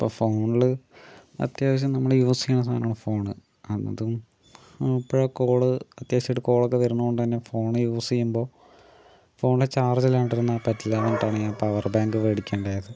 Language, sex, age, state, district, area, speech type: Malayalam, male, 45-60, Kerala, Palakkad, urban, spontaneous